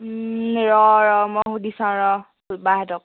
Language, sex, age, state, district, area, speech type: Assamese, female, 18-30, Assam, Sivasagar, rural, conversation